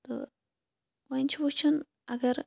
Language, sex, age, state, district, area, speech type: Kashmiri, female, 18-30, Jammu and Kashmir, Shopian, urban, spontaneous